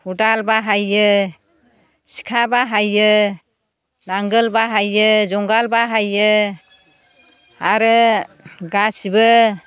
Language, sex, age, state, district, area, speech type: Bodo, female, 60+, Assam, Chirang, rural, spontaneous